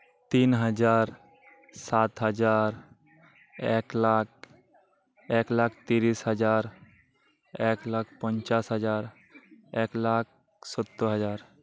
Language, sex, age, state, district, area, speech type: Santali, male, 18-30, West Bengal, Birbhum, rural, spontaneous